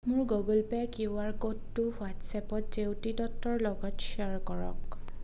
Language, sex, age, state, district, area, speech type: Assamese, female, 18-30, Assam, Sonitpur, rural, read